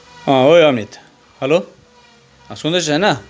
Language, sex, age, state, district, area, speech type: Nepali, male, 45-60, West Bengal, Kalimpong, rural, spontaneous